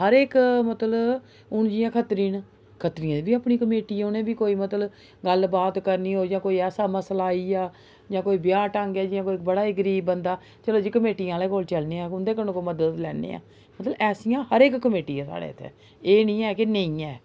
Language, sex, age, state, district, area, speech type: Dogri, female, 45-60, Jammu and Kashmir, Jammu, urban, spontaneous